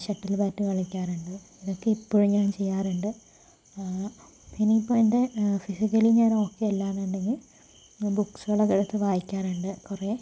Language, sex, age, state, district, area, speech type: Malayalam, female, 30-45, Kerala, Palakkad, rural, spontaneous